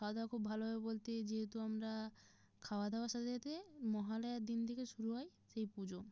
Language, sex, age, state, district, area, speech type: Bengali, female, 18-30, West Bengal, Jalpaiguri, rural, spontaneous